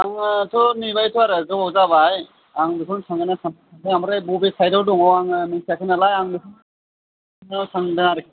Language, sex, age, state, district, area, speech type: Bodo, male, 30-45, Assam, Kokrajhar, rural, conversation